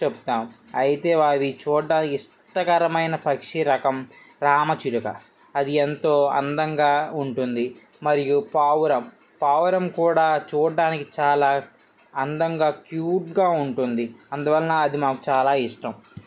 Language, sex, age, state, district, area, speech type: Telugu, male, 18-30, Andhra Pradesh, Srikakulam, urban, spontaneous